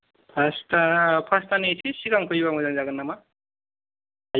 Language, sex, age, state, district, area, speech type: Bodo, male, 30-45, Assam, Kokrajhar, rural, conversation